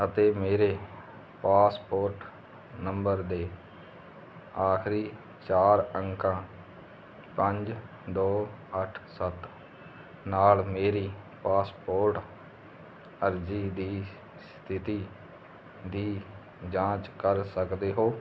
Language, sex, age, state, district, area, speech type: Punjabi, male, 30-45, Punjab, Muktsar, urban, read